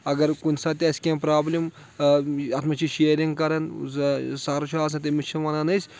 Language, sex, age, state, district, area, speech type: Kashmiri, male, 30-45, Jammu and Kashmir, Anantnag, rural, spontaneous